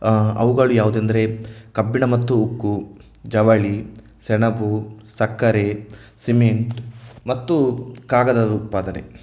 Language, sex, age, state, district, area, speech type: Kannada, male, 18-30, Karnataka, Shimoga, rural, spontaneous